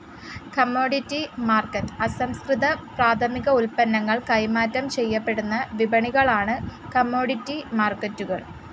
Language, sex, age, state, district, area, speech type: Malayalam, female, 18-30, Kerala, Kollam, rural, read